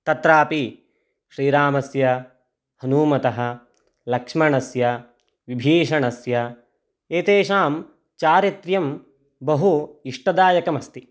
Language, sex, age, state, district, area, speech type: Sanskrit, male, 18-30, Karnataka, Chitradurga, rural, spontaneous